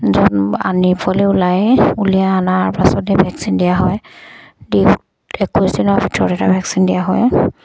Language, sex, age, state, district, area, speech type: Assamese, female, 45-60, Assam, Dibrugarh, rural, spontaneous